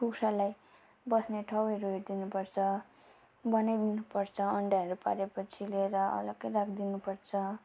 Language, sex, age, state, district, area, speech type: Nepali, female, 18-30, West Bengal, Darjeeling, rural, spontaneous